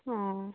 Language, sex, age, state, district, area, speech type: Assamese, female, 30-45, Assam, Sivasagar, rural, conversation